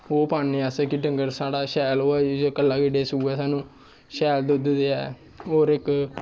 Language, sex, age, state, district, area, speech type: Dogri, male, 18-30, Jammu and Kashmir, Kathua, rural, spontaneous